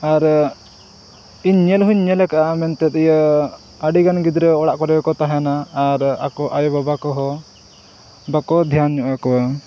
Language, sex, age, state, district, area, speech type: Santali, male, 30-45, Jharkhand, Seraikela Kharsawan, rural, spontaneous